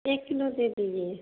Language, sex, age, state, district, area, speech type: Hindi, female, 30-45, Uttar Pradesh, Bhadohi, rural, conversation